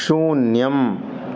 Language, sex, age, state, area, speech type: Sanskrit, male, 30-45, Madhya Pradesh, urban, read